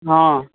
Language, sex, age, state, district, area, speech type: Maithili, male, 18-30, Bihar, Supaul, rural, conversation